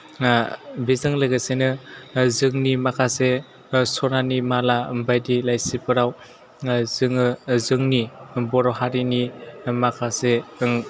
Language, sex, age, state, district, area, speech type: Bodo, male, 18-30, Assam, Chirang, rural, spontaneous